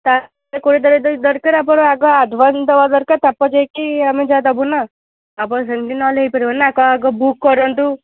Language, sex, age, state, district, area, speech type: Odia, female, 18-30, Odisha, Rayagada, rural, conversation